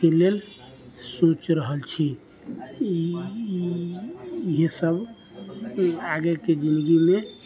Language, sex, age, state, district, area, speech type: Maithili, male, 30-45, Bihar, Sitamarhi, rural, spontaneous